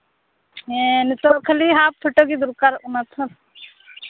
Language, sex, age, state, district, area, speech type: Santali, female, 18-30, Jharkhand, Pakur, rural, conversation